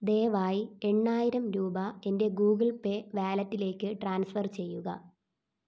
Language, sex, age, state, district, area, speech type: Malayalam, female, 18-30, Kerala, Thiruvananthapuram, rural, read